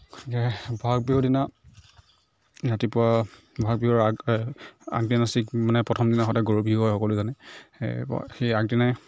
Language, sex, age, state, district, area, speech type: Assamese, male, 45-60, Assam, Morigaon, rural, spontaneous